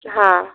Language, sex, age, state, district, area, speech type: Marathi, female, 30-45, Maharashtra, Wardha, rural, conversation